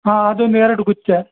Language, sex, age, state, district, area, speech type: Kannada, male, 60+, Karnataka, Dakshina Kannada, rural, conversation